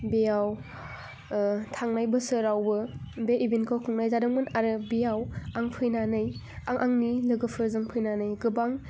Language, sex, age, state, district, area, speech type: Bodo, female, 18-30, Assam, Udalguri, urban, spontaneous